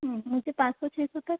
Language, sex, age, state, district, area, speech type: Hindi, female, 45-60, Madhya Pradesh, Balaghat, rural, conversation